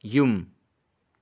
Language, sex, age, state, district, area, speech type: Manipuri, male, 45-60, Manipur, Imphal West, urban, read